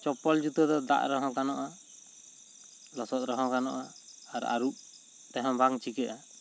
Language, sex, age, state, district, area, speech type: Santali, male, 30-45, West Bengal, Bankura, rural, spontaneous